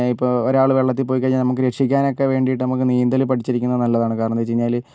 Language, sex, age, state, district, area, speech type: Malayalam, male, 18-30, Kerala, Wayanad, rural, spontaneous